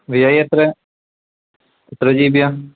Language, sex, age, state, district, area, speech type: Malayalam, male, 18-30, Kerala, Kozhikode, rural, conversation